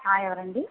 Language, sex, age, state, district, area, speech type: Telugu, female, 18-30, Andhra Pradesh, West Godavari, rural, conversation